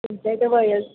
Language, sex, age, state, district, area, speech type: Marathi, female, 18-30, Maharashtra, Kolhapur, urban, conversation